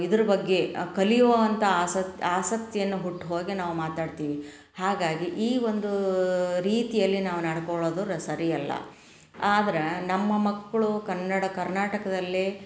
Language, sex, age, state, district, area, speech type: Kannada, female, 45-60, Karnataka, Koppal, rural, spontaneous